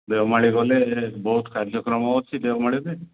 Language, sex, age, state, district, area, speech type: Odia, male, 45-60, Odisha, Koraput, urban, conversation